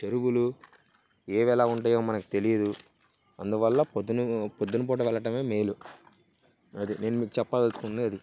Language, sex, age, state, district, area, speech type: Telugu, male, 18-30, Andhra Pradesh, Bapatla, urban, spontaneous